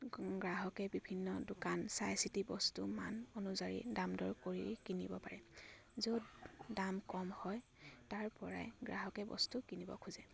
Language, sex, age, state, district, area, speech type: Assamese, female, 18-30, Assam, Charaideo, rural, spontaneous